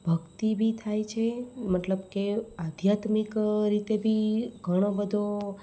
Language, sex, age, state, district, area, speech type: Gujarati, female, 30-45, Gujarat, Rajkot, urban, spontaneous